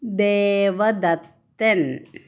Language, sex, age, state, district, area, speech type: Malayalam, female, 30-45, Kerala, Kannur, urban, spontaneous